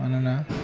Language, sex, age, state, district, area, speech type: Bodo, male, 45-60, Assam, Udalguri, rural, spontaneous